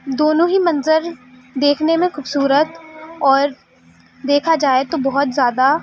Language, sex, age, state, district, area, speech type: Urdu, female, 18-30, Delhi, East Delhi, rural, spontaneous